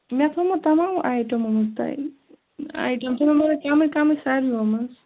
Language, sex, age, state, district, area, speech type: Kashmiri, female, 18-30, Jammu and Kashmir, Bandipora, rural, conversation